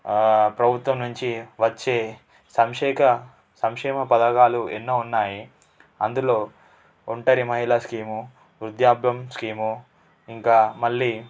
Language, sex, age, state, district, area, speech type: Telugu, male, 18-30, Telangana, Nalgonda, urban, spontaneous